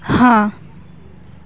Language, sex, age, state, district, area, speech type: Urdu, female, 18-30, Uttar Pradesh, Aligarh, urban, read